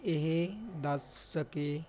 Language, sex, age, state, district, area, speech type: Punjabi, male, 18-30, Punjab, Muktsar, urban, spontaneous